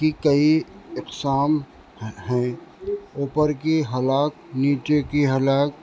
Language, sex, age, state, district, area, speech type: Urdu, male, 60+, Uttar Pradesh, Rampur, urban, spontaneous